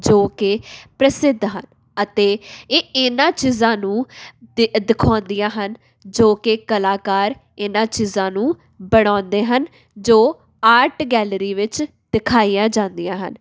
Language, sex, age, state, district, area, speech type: Punjabi, female, 18-30, Punjab, Tarn Taran, urban, spontaneous